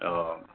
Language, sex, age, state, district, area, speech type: Malayalam, male, 30-45, Kerala, Thiruvananthapuram, urban, conversation